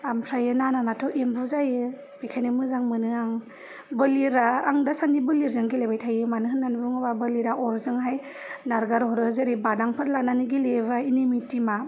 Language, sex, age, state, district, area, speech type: Bodo, female, 30-45, Assam, Kokrajhar, urban, spontaneous